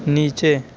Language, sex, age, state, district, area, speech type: Urdu, male, 45-60, Uttar Pradesh, Aligarh, rural, read